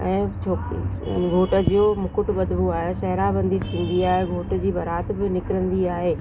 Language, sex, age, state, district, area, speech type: Sindhi, female, 30-45, Uttar Pradesh, Lucknow, rural, spontaneous